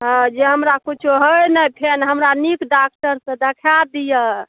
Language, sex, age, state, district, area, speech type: Maithili, female, 30-45, Bihar, Saharsa, rural, conversation